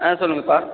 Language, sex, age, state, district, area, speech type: Tamil, male, 18-30, Tamil Nadu, Tiruvarur, rural, conversation